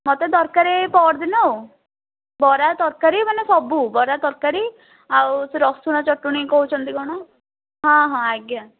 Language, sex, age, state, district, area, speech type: Odia, female, 18-30, Odisha, Puri, urban, conversation